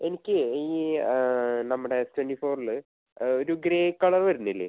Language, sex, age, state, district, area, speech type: Malayalam, male, 18-30, Kerala, Thrissur, urban, conversation